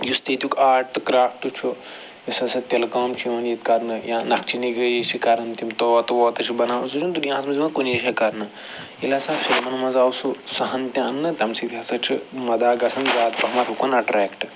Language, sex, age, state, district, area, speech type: Kashmiri, male, 45-60, Jammu and Kashmir, Srinagar, urban, spontaneous